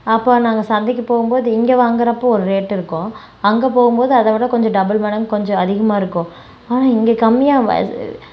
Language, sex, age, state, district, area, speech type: Tamil, female, 18-30, Tamil Nadu, Namakkal, rural, spontaneous